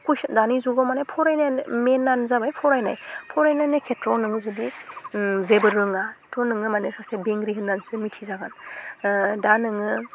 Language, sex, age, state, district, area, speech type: Bodo, female, 18-30, Assam, Udalguri, urban, spontaneous